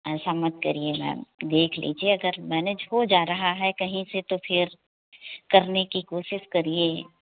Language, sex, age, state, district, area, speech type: Hindi, female, 30-45, Uttar Pradesh, Prayagraj, urban, conversation